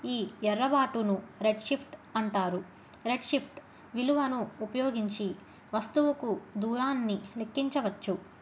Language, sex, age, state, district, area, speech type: Telugu, female, 30-45, Andhra Pradesh, Krishna, urban, spontaneous